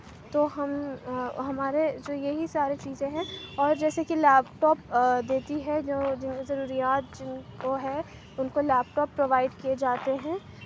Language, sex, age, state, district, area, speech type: Urdu, female, 45-60, Uttar Pradesh, Aligarh, urban, spontaneous